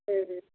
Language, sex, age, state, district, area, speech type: Hindi, female, 45-60, Uttar Pradesh, Prayagraj, rural, conversation